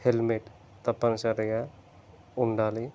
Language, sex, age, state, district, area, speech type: Telugu, male, 30-45, Telangana, Peddapalli, urban, spontaneous